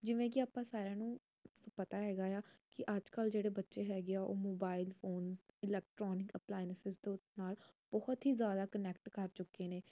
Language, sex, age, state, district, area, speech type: Punjabi, female, 18-30, Punjab, Jalandhar, urban, spontaneous